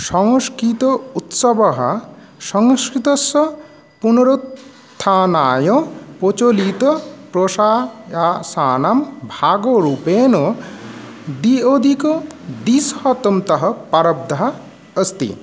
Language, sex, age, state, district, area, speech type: Sanskrit, male, 30-45, West Bengal, Murshidabad, rural, spontaneous